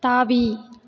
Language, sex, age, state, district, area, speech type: Tamil, female, 18-30, Tamil Nadu, Tiruvarur, rural, read